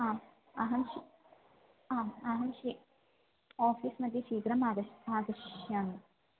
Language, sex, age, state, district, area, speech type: Sanskrit, female, 18-30, Kerala, Thrissur, urban, conversation